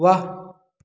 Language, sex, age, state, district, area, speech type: Maithili, male, 18-30, Bihar, Samastipur, rural, read